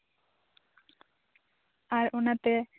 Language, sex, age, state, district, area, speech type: Santali, female, 18-30, West Bengal, Paschim Bardhaman, rural, conversation